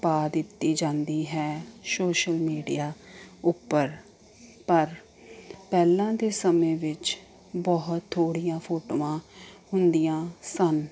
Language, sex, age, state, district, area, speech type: Punjabi, female, 30-45, Punjab, Ludhiana, urban, spontaneous